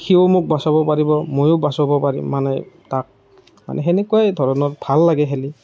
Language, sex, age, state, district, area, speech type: Assamese, male, 30-45, Assam, Morigaon, rural, spontaneous